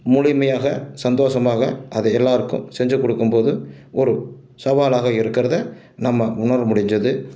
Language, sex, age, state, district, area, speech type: Tamil, male, 60+, Tamil Nadu, Tiruppur, rural, spontaneous